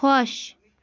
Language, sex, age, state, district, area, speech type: Kashmiri, female, 30-45, Jammu and Kashmir, Kupwara, rural, read